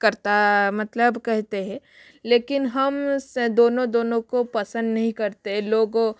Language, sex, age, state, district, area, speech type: Hindi, female, 45-60, Rajasthan, Jodhpur, rural, spontaneous